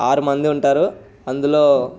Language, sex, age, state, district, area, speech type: Telugu, male, 18-30, Telangana, Ranga Reddy, urban, spontaneous